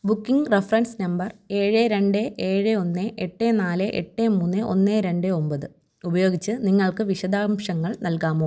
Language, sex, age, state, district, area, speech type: Malayalam, female, 30-45, Kerala, Thiruvananthapuram, rural, read